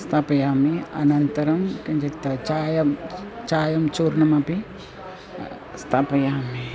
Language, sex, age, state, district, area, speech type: Sanskrit, female, 60+, Tamil Nadu, Chennai, urban, spontaneous